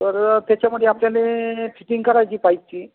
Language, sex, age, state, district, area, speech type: Marathi, male, 60+, Maharashtra, Akola, urban, conversation